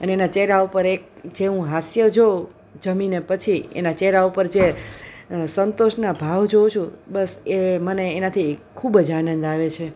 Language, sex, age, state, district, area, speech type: Gujarati, female, 45-60, Gujarat, Junagadh, urban, spontaneous